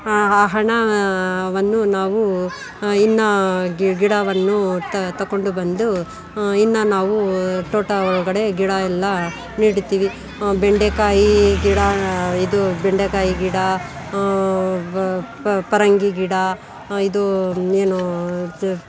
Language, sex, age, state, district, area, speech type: Kannada, female, 45-60, Karnataka, Bangalore Urban, rural, spontaneous